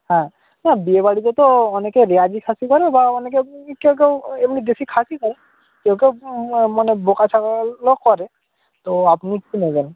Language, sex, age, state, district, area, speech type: Bengali, male, 18-30, West Bengal, Purba Medinipur, rural, conversation